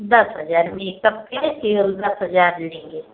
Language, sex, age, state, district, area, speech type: Hindi, female, 30-45, Uttar Pradesh, Pratapgarh, rural, conversation